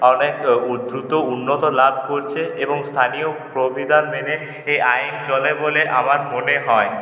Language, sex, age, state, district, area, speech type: Bengali, male, 18-30, West Bengal, Purulia, urban, spontaneous